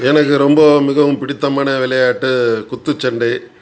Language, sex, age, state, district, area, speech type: Tamil, male, 60+, Tamil Nadu, Tiruchirappalli, urban, spontaneous